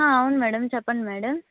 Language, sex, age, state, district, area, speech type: Telugu, female, 18-30, Andhra Pradesh, Nellore, rural, conversation